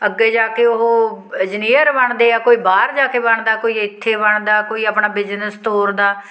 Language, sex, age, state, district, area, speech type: Punjabi, female, 45-60, Punjab, Fatehgarh Sahib, rural, spontaneous